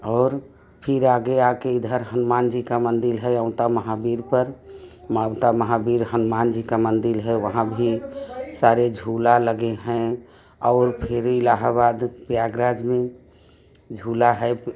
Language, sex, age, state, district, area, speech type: Hindi, female, 60+, Uttar Pradesh, Prayagraj, rural, spontaneous